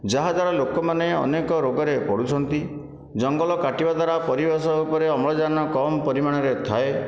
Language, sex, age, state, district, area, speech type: Odia, male, 60+, Odisha, Khordha, rural, spontaneous